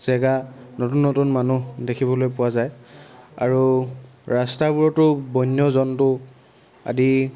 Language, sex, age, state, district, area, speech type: Assamese, male, 30-45, Assam, Charaideo, rural, spontaneous